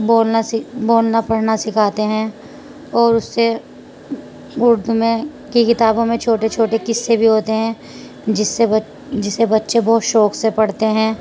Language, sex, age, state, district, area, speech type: Urdu, female, 45-60, Uttar Pradesh, Muzaffarnagar, urban, spontaneous